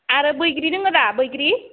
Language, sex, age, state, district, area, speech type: Bodo, female, 30-45, Assam, Udalguri, urban, conversation